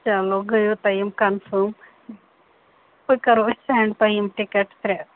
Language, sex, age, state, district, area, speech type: Kashmiri, female, 18-30, Jammu and Kashmir, Ganderbal, rural, conversation